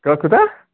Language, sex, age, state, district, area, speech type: Kashmiri, male, 18-30, Jammu and Kashmir, Ganderbal, rural, conversation